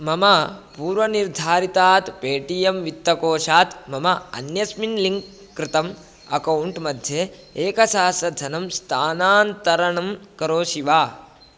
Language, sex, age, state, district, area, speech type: Sanskrit, male, 18-30, Karnataka, Bidar, rural, read